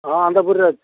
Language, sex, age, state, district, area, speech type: Odia, male, 60+, Odisha, Kendujhar, urban, conversation